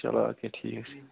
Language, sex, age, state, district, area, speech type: Kashmiri, male, 45-60, Jammu and Kashmir, Bandipora, rural, conversation